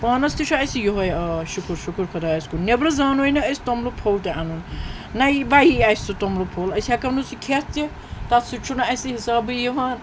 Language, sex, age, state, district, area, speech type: Kashmiri, female, 30-45, Jammu and Kashmir, Srinagar, urban, spontaneous